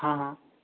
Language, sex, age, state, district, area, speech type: Dogri, male, 30-45, Jammu and Kashmir, Reasi, urban, conversation